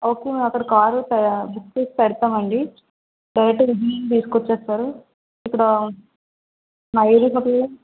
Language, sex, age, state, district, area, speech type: Telugu, female, 30-45, Andhra Pradesh, Vizianagaram, rural, conversation